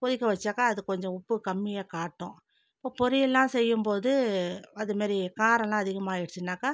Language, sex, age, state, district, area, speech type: Tamil, female, 45-60, Tamil Nadu, Viluppuram, rural, spontaneous